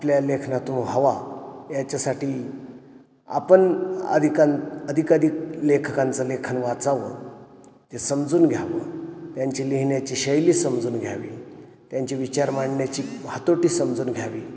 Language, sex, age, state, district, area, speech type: Marathi, male, 45-60, Maharashtra, Ahmednagar, urban, spontaneous